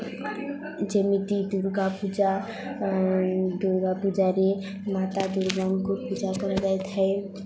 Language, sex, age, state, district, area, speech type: Odia, female, 18-30, Odisha, Subarnapur, rural, spontaneous